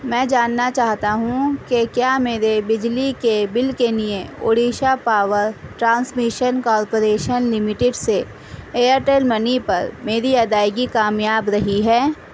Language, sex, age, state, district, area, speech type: Urdu, female, 30-45, Delhi, East Delhi, urban, read